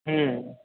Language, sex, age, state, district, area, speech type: Gujarati, male, 18-30, Gujarat, Ahmedabad, urban, conversation